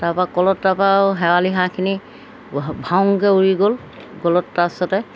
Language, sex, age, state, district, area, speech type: Assamese, female, 60+, Assam, Golaghat, urban, spontaneous